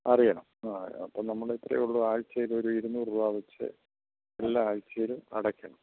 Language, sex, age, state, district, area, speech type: Malayalam, male, 60+, Kerala, Kottayam, urban, conversation